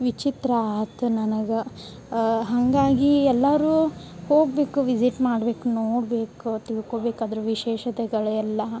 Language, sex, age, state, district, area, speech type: Kannada, female, 18-30, Karnataka, Gadag, urban, spontaneous